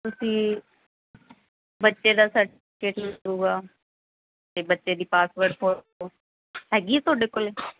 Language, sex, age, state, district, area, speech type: Punjabi, female, 30-45, Punjab, Mansa, urban, conversation